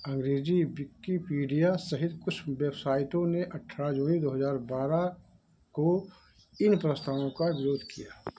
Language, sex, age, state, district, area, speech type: Hindi, male, 60+, Uttar Pradesh, Ayodhya, rural, read